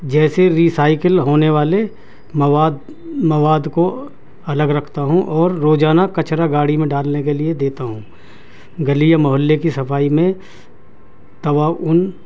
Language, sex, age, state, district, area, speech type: Urdu, male, 60+, Delhi, South Delhi, urban, spontaneous